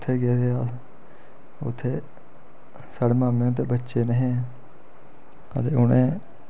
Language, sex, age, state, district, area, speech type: Dogri, male, 30-45, Jammu and Kashmir, Reasi, rural, spontaneous